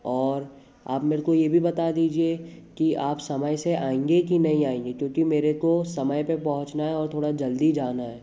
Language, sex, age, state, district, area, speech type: Hindi, male, 30-45, Madhya Pradesh, Jabalpur, urban, spontaneous